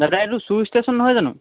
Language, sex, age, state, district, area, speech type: Assamese, male, 18-30, Assam, Charaideo, urban, conversation